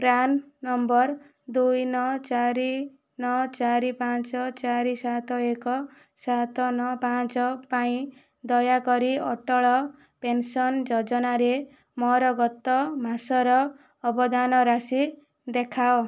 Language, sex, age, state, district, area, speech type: Odia, female, 45-60, Odisha, Kandhamal, rural, read